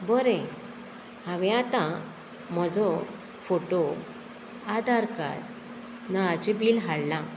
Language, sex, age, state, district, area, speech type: Goan Konkani, female, 45-60, Goa, Murmgao, rural, spontaneous